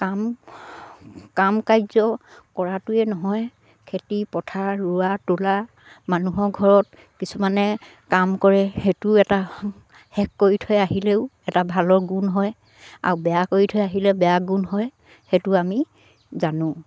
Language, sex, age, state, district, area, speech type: Assamese, female, 60+, Assam, Dibrugarh, rural, spontaneous